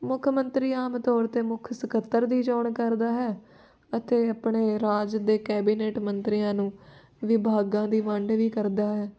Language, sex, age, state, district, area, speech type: Punjabi, female, 18-30, Punjab, Firozpur, urban, spontaneous